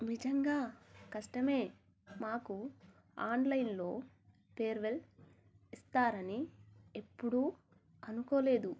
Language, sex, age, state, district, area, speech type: Telugu, female, 30-45, Telangana, Warangal, rural, read